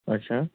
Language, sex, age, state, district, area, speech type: Marathi, male, 30-45, Maharashtra, Pune, urban, conversation